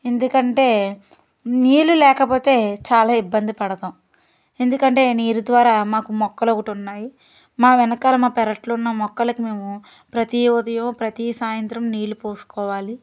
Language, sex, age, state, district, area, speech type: Telugu, female, 30-45, Andhra Pradesh, Guntur, rural, spontaneous